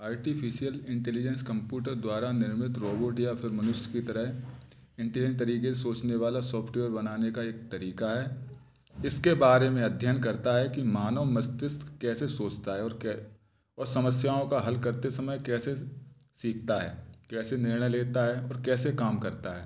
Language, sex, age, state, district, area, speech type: Hindi, male, 30-45, Madhya Pradesh, Gwalior, urban, spontaneous